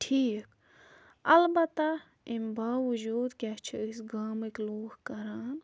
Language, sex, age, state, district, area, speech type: Kashmiri, female, 18-30, Jammu and Kashmir, Budgam, rural, spontaneous